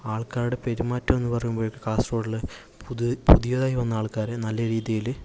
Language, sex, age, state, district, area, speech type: Malayalam, male, 18-30, Kerala, Kasaragod, urban, spontaneous